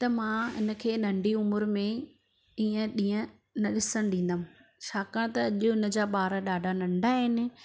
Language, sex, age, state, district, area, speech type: Sindhi, female, 30-45, Gujarat, Surat, urban, spontaneous